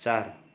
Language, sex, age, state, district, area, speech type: Nepali, male, 30-45, West Bengal, Darjeeling, rural, read